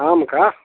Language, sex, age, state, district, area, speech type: Hindi, male, 45-60, Bihar, Samastipur, rural, conversation